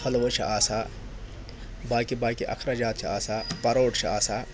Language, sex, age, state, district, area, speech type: Kashmiri, male, 18-30, Jammu and Kashmir, Kupwara, rural, spontaneous